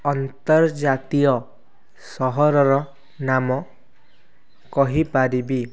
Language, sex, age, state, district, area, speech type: Odia, male, 18-30, Odisha, Kendrapara, urban, spontaneous